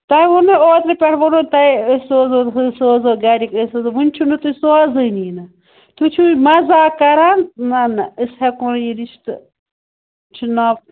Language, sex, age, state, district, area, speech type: Kashmiri, female, 18-30, Jammu and Kashmir, Baramulla, rural, conversation